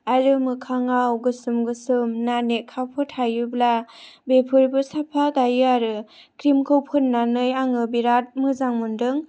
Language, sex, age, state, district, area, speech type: Bodo, female, 18-30, Assam, Chirang, rural, spontaneous